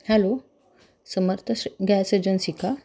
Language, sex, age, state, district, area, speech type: Marathi, female, 30-45, Maharashtra, Satara, urban, spontaneous